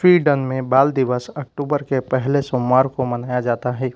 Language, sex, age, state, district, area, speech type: Hindi, male, 45-60, Madhya Pradesh, Bhopal, urban, read